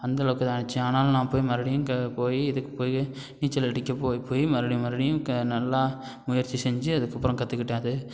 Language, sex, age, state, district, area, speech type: Tamil, male, 18-30, Tamil Nadu, Thanjavur, rural, spontaneous